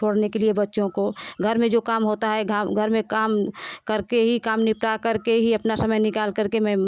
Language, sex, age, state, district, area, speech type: Hindi, female, 30-45, Uttar Pradesh, Ghazipur, rural, spontaneous